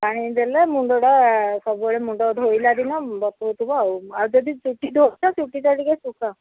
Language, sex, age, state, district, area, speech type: Odia, female, 60+, Odisha, Koraput, urban, conversation